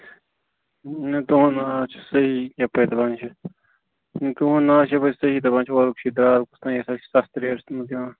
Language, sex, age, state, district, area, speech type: Kashmiri, male, 30-45, Jammu and Kashmir, Bandipora, rural, conversation